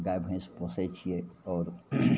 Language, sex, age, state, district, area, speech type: Maithili, male, 60+, Bihar, Madhepura, rural, spontaneous